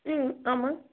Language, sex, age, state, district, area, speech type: Tamil, female, 18-30, Tamil Nadu, Nagapattinam, rural, conversation